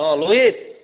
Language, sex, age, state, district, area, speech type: Assamese, male, 45-60, Assam, Golaghat, urban, conversation